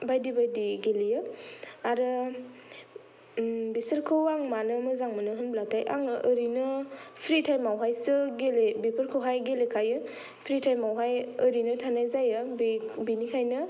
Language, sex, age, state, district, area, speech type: Bodo, female, 18-30, Assam, Kokrajhar, rural, spontaneous